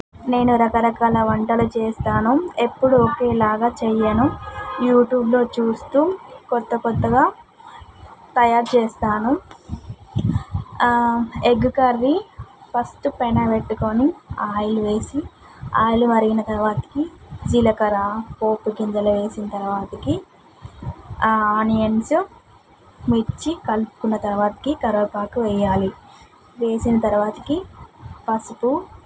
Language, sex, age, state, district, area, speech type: Telugu, female, 18-30, Telangana, Vikarabad, urban, spontaneous